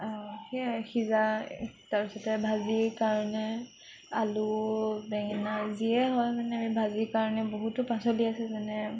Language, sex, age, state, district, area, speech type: Assamese, female, 18-30, Assam, Nagaon, rural, spontaneous